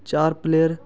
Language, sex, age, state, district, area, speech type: Punjabi, male, 18-30, Punjab, Fatehgarh Sahib, rural, spontaneous